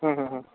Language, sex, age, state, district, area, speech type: Odia, male, 45-60, Odisha, Bhadrak, rural, conversation